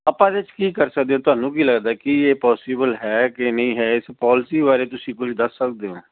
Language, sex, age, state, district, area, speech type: Punjabi, male, 60+, Punjab, Firozpur, urban, conversation